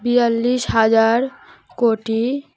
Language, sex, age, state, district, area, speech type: Bengali, female, 18-30, West Bengal, Dakshin Dinajpur, urban, read